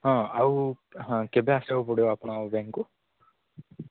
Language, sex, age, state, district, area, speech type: Odia, male, 18-30, Odisha, Koraput, urban, conversation